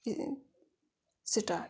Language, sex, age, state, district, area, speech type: Kashmiri, female, 30-45, Jammu and Kashmir, Pulwama, rural, spontaneous